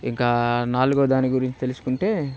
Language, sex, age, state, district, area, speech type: Telugu, male, 18-30, Andhra Pradesh, Bapatla, rural, spontaneous